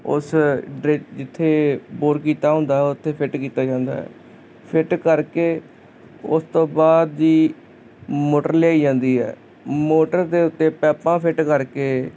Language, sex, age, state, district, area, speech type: Punjabi, male, 30-45, Punjab, Hoshiarpur, rural, spontaneous